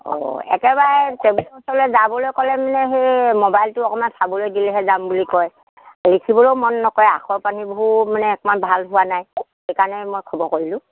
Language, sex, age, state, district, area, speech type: Assamese, male, 60+, Assam, Dibrugarh, rural, conversation